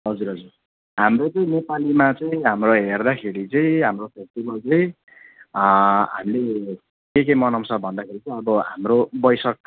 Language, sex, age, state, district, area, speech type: Nepali, male, 30-45, West Bengal, Jalpaiguri, rural, conversation